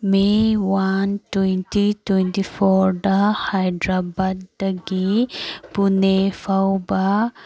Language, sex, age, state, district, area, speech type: Manipuri, female, 18-30, Manipur, Kangpokpi, urban, read